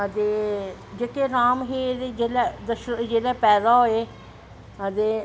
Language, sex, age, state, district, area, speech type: Dogri, male, 45-60, Jammu and Kashmir, Jammu, urban, spontaneous